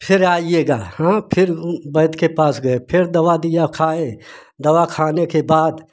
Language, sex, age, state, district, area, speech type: Hindi, male, 60+, Uttar Pradesh, Prayagraj, rural, spontaneous